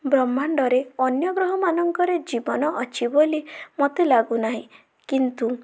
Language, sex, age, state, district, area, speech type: Odia, female, 18-30, Odisha, Bhadrak, rural, spontaneous